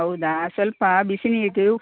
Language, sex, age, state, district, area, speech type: Kannada, female, 45-60, Karnataka, Dakshina Kannada, rural, conversation